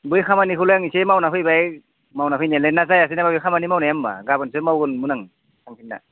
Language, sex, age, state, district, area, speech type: Bodo, male, 18-30, Assam, Udalguri, rural, conversation